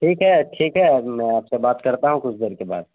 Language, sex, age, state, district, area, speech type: Urdu, male, 18-30, Bihar, Araria, rural, conversation